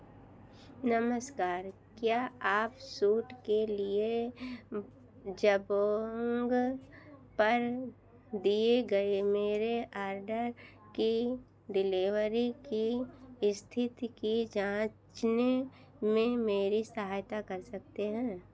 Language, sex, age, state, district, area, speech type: Hindi, female, 60+, Uttar Pradesh, Ayodhya, urban, read